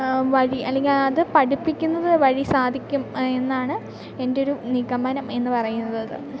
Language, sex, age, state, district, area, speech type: Malayalam, female, 18-30, Kerala, Idukki, rural, spontaneous